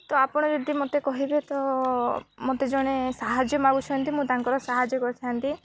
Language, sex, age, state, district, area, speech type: Odia, female, 18-30, Odisha, Nabarangpur, urban, spontaneous